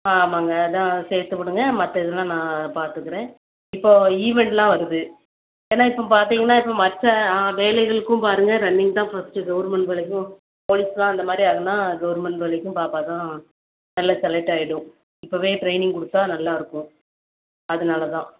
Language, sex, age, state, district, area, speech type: Tamil, female, 30-45, Tamil Nadu, Thoothukudi, urban, conversation